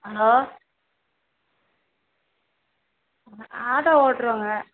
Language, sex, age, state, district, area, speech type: Tamil, female, 45-60, Tamil Nadu, Tiruvannamalai, rural, conversation